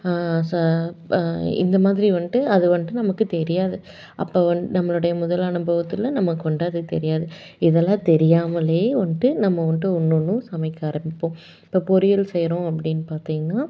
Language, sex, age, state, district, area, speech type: Tamil, female, 18-30, Tamil Nadu, Salem, urban, spontaneous